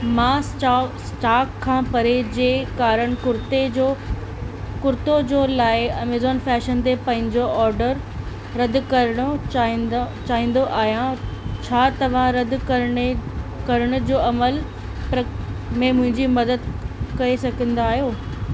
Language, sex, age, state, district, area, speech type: Sindhi, female, 18-30, Delhi, South Delhi, urban, read